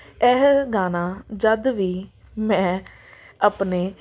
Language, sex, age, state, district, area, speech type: Punjabi, female, 30-45, Punjab, Amritsar, urban, spontaneous